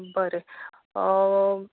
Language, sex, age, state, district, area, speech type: Goan Konkani, male, 18-30, Goa, Bardez, rural, conversation